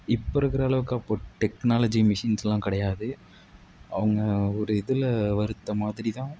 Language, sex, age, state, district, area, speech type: Tamil, male, 60+, Tamil Nadu, Tiruvarur, rural, spontaneous